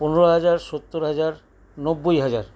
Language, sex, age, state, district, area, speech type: Bengali, male, 60+, West Bengal, Paschim Bardhaman, urban, spontaneous